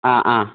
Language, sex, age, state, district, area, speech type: Malayalam, male, 18-30, Kerala, Malappuram, rural, conversation